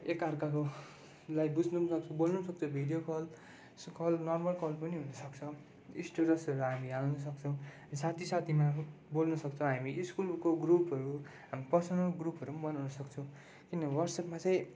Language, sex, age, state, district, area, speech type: Nepali, male, 18-30, West Bengal, Darjeeling, rural, spontaneous